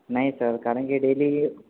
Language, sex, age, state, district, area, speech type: Marathi, male, 18-30, Maharashtra, Yavatmal, rural, conversation